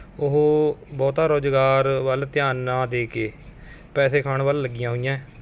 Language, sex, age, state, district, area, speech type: Punjabi, male, 30-45, Punjab, Mohali, urban, spontaneous